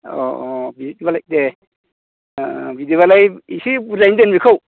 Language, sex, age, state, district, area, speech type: Bodo, male, 45-60, Assam, Udalguri, rural, conversation